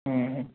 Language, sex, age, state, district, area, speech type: Odia, male, 30-45, Odisha, Boudh, rural, conversation